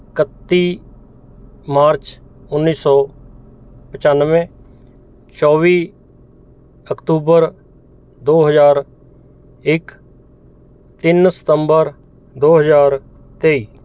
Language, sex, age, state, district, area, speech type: Punjabi, male, 45-60, Punjab, Mohali, urban, spontaneous